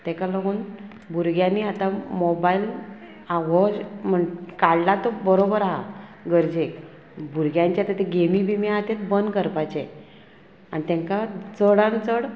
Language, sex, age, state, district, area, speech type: Goan Konkani, female, 45-60, Goa, Murmgao, rural, spontaneous